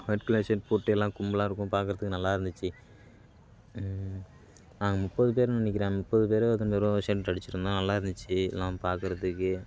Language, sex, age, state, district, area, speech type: Tamil, male, 18-30, Tamil Nadu, Kallakurichi, urban, spontaneous